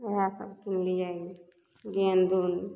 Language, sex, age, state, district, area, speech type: Maithili, female, 30-45, Bihar, Begusarai, rural, spontaneous